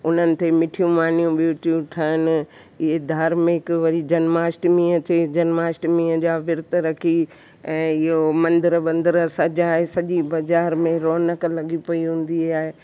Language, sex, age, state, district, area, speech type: Sindhi, female, 60+, Rajasthan, Ajmer, urban, spontaneous